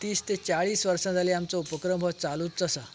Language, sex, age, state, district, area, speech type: Goan Konkani, male, 45-60, Goa, Canacona, rural, spontaneous